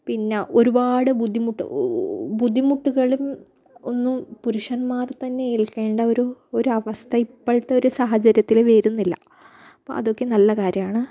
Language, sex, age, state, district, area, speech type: Malayalam, female, 30-45, Kerala, Kasaragod, rural, spontaneous